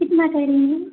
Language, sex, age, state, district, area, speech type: Hindi, female, 45-60, Uttar Pradesh, Ayodhya, rural, conversation